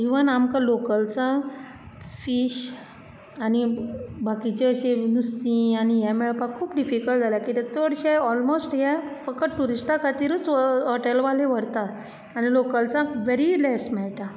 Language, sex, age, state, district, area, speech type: Goan Konkani, female, 45-60, Goa, Bardez, urban, spontaneous